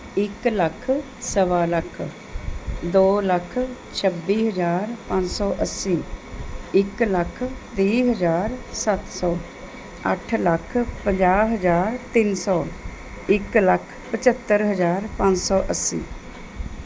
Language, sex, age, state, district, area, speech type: Punjabi, female, 45-60, Punjab, Mohali, urban, spontaneous